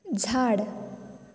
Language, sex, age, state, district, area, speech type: Goan Konkani, female, 18-30, Goa, Canacona, rural, read